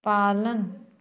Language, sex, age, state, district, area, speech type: Hindi, female, 45-60, Uttar Pradesh, Jaunpur, rural, read